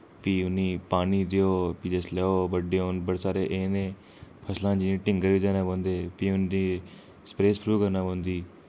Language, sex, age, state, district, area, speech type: Dogri, male, 30-45, Jammu and Kashmir, Udhampur, urban, spontaneous